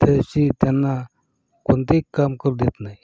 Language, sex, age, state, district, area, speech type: Marathi, male, 45-60, Maharashtra, Yavatmal, rural, spontaneous